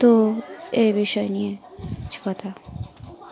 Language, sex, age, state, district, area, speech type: Bengali, female, 18-30, West Bengal, Dakshin Dinajpur, urban, spontaneous